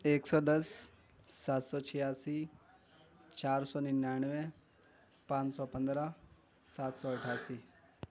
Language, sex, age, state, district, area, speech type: Urdu, male, 18-30, Uttar Pradesh, Gautam Buddha Nagar, urban, spontaneous